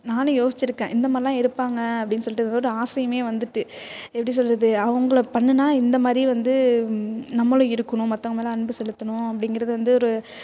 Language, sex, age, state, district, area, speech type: Tamil, female, 18-30, Tamil Nadu, Thanjavur, urban, spontaneous